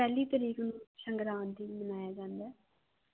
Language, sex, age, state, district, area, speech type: Punjabi, female, 18-30, Punjab, Muktsar, rural, conversation